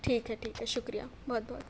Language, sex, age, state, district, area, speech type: Urdu, female, 18-30, Telangana, Hyderabad, urban, spontaneous